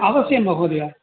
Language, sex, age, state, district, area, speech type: Sanskrit, male, 60+, Tamil Nadu, Coimbatore, urban, conversation